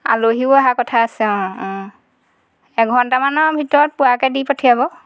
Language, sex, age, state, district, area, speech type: Assamese, female, 30-45, Assam, Golaghat, urban, spontaneous